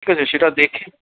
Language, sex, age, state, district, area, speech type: Bengali, male, 45-60, West Bengal, Darjeeling, rural, conversation